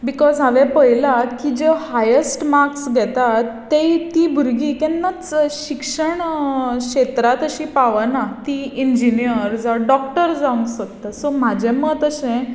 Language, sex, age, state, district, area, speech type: Goan Konkani, female, 18-30, Goa, Tiswadi, rural, spontaneous